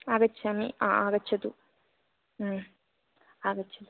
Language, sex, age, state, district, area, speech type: Sanskrit, female, 18-30, Kerala, Thrissur, rural, conversation